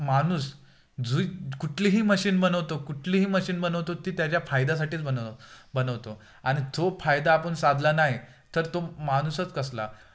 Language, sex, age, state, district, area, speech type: Marathi, male, 18-30, Maharashtra, Ratnagiri, rural, spontaneous